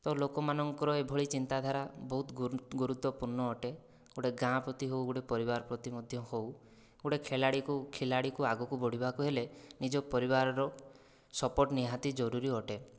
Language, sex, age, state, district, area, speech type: Odia, male, 30-45, Odisha, Kandhamal, rural, spontaneous